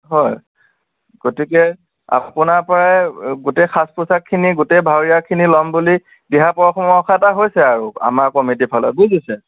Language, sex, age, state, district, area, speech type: Assamese, male, 18-30, Assam, Nagaon, rural, conversation